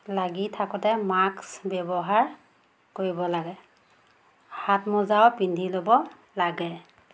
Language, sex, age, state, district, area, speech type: Assamese, female, 30-45, Assam, Golaghat, rural, spontaneous